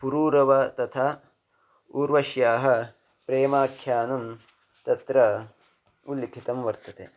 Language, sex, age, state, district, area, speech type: Sanskrit, male, 30-45, Karnataka, Uttara Kannada, rural, spontaneous